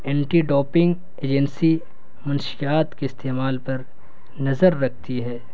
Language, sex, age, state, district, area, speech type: Urdu, male, 18-30, Bihar, Gaya, urban, spontaneous